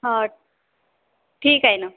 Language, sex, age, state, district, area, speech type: Marathi, female, 30-45, Maharashtra, Wardha, rural, conversation